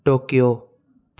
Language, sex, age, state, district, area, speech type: Telugu, male, 45-60, Andhra Pradesh, Chittoor, urban, spontaneous